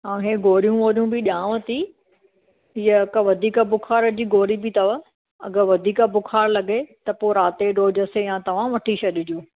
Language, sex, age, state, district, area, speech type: Sindhi, female, 30-45, Maharashtra, Thane, urban, conversation